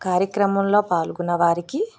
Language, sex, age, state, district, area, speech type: Telugu, female, 45-60, Andhra Pradesh, East Godavari, rural, spontaneous